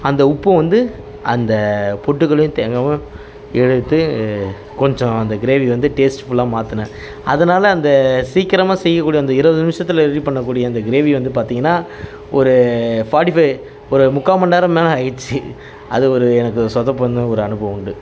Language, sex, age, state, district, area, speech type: Tamil, male, 30-45, Tamil Nadu, Kallakurichi, rural, spontaneous